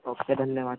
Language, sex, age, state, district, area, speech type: Hindi, male, 30-45, Madhya Pradesh, Harda, urban, conversation